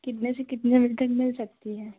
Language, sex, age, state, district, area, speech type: Hindi, female, 18-30, Uttar Pradesh, Jaunpur, rural, conversation